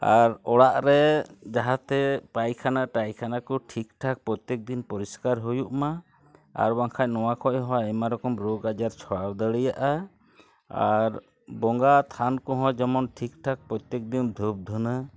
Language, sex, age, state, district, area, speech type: Santali, male, 45-60, West Bengal, Purulia, rural, spontaneous